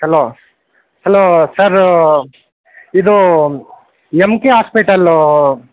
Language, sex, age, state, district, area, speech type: Kannada, male, 18-30, Karnataka, Kolar, rural, conversation